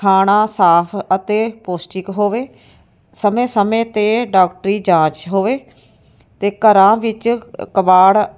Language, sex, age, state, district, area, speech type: Punjabi, female, 45-60, Punjab, Ludhiana, urban, spontaneous